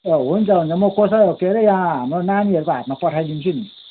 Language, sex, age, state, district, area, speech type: Nepali, male, 60+, West Bengal, Kalimpong, rural, conversation